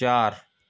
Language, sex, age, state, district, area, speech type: Hindi, male, 30-45, Uttar Pradesh, Chandauli, rural, read